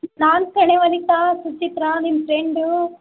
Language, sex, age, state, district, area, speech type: Kannada, female, 18-30, Karnataka, Chitradurga, rural, conversation